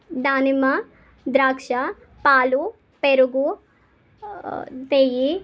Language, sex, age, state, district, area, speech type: Telugu, female, 18-30, Telangana, Sangareddy, urban, spontaneous